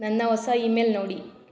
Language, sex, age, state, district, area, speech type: Kannada, female, 18-30, Karnataka, Mysore, urban, read